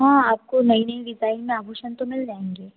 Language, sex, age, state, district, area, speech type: Hindi, female, 18-30, Madhya Pradesh, Betul, rural, conversation